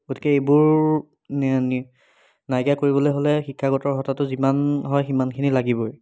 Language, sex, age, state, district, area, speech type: Assamese, male, 30-45, Assam, Biswanath, rural, spontaneous